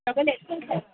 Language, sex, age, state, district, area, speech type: Sindhi, female, 45-60, Uttar Pradesh, Lucknow, rural, conversation